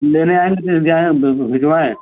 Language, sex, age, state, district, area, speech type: Hindi, male, 45-60, Uttar Pradesh, Ghazipur, rural, conversation